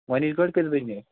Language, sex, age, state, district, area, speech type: Kashmiri, male, 30-45, Jammu and Kashmir, Pulwama, rural, conversation